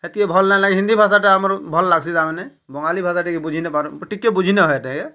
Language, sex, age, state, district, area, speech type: Odia, male, 45-60, Odisha, Bargarh, urban, spontaneous